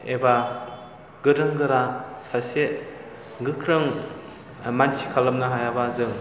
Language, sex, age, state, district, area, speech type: Bodo, male, 18-30, Assam, Chirang, rural, spontaneous